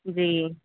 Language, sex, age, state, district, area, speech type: Urdu, female, 30-45, Uttar Pradesh, Ghaziabad, urban, conversation